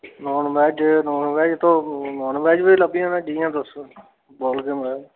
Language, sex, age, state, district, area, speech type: Dogri, male, 30-45, Jammu and Kashmir, Reasi, urban, conversation